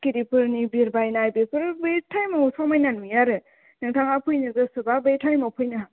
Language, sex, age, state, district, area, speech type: Bodo, female, 18-30, Assam, Kokrajhar, rural, conversation